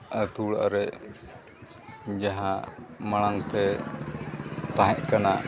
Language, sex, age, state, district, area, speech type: Santali, male, 45-60, Jharkhand, East Singhbhum, rural, spontaneous